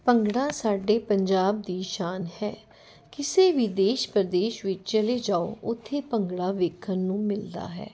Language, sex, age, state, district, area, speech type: Punjabi, female, 45-60, Punjab, Jalandhar, urban, spontaneous